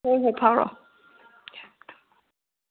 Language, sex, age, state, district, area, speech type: Manipuri, female, 30-45, Manipur, Tengnoupal, rural, conversation